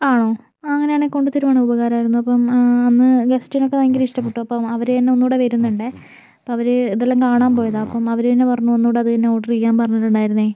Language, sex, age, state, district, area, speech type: Malayalam, female, 18-30, Kerala, Kozhikode, urban, spontaneous